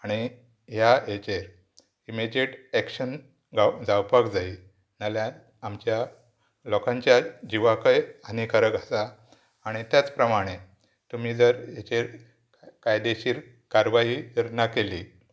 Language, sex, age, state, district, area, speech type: Goan Konkani, male, 60+, Goa, Pernem, rural, spontaneous